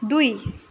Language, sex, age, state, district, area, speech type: Nepali, female, 18-30, West Bengal, Darjeeling, rural, read